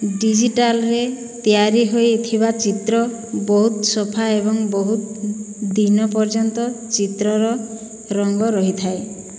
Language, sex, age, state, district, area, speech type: Odia, female, 45-60, Odisha, Boudh, rural, spontaneous